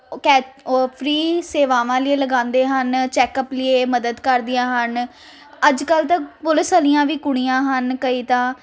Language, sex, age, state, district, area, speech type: Punjabi, female, 18-30, Punjab, Ludhiana, urban, spontaneous